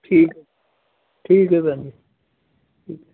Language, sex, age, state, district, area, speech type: Punjabi, male, 60+, Punjab, Fazilka, rural, conversation